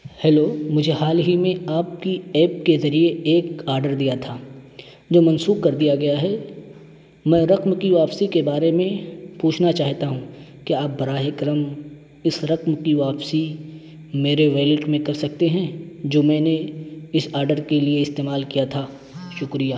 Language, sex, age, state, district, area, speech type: Urdu, male, 18-30, Uttar Pradesh, Siddharthnagar, rural, spontaneous